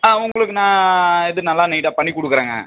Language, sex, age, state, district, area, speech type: Tamil, male, 30-45, Tamil Nadu, Namakkal, rural, conversation